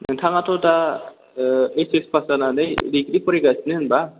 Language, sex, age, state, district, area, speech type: Bodo, male, 18-30, Assam, Chirang, rural, conversation